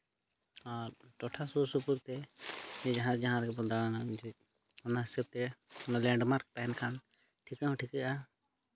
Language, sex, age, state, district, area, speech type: Santali, male, 30-45, Jharkhand, Seraikela Kharsawan, rural, spontaneous